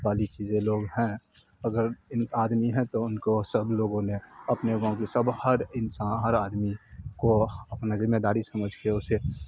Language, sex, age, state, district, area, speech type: Urdu, male, 18-30, Bihar, Khagaria, rural, spontaneous